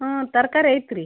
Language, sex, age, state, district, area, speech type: Kannada, female, 45-60, Karnataka, Gadag, rural, conversation